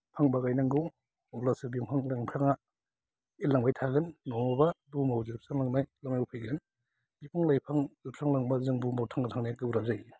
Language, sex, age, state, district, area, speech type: Bodo, male, 45-60, Assam, Kokrajhar, rural, spontaneous